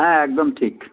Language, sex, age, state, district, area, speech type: Bengali, male, 60+, West Bengal, Dakshin Dinajpur, rural, conversation